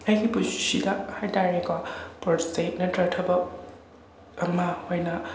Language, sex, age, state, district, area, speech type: Manipuri, female, 45-60, Manipur, Imphal West, rural, spontaneous